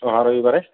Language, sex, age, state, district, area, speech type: Assamese, male, 30-45, Assam, Kamrup Metropolitan, urban, conversation